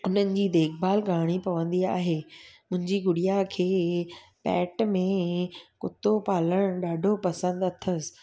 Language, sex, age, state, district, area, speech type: Sindhi, female, 30-45, Gujarat, Surat, urban, spontaneous